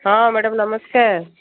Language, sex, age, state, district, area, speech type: Odia, female, 60+, Odisha, Gajapati, rural, conversation